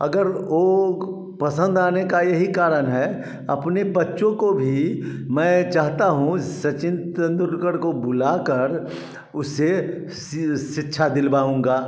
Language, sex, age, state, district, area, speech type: Hindi, male, 60+, Bihar, Samastipur, rural, spontaneous